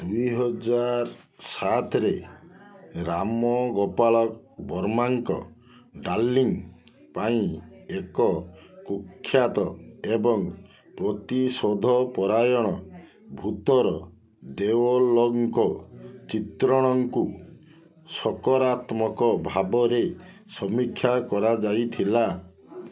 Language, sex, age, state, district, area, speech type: Odia, male, 45-60, Odisha, Balasore, rural, read